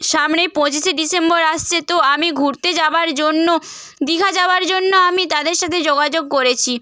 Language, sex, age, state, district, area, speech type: Bengali, female, 18-30, West Bengal, Purba Medinipur, rural, spontaneous